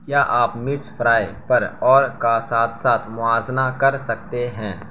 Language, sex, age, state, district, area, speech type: Urdu, male, 18-30, Bihar, Saharsa, rural, read